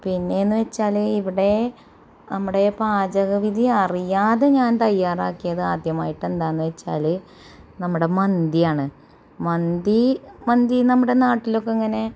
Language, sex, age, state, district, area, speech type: Malayalam, female, 30-45, Kerala, Malappuram, rural, spontaneous